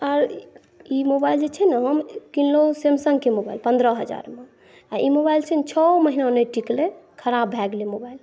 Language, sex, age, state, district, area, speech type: Maithili, female, 30-45, Bihar, Saharsa, rural, spontaneous